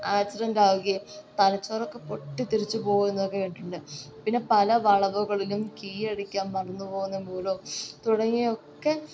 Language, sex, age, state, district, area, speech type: Malayalam, female, 18-30, Kerala, Kozhikode, rural, spontaneous